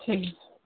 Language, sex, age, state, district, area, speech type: Bengali, female, 30-45, West Bengal, Darjeeling, urban, conversation